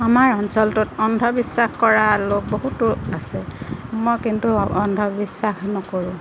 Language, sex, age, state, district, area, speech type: Assamese, female, 45-60, Assam, Golaghat, urban, spontaneous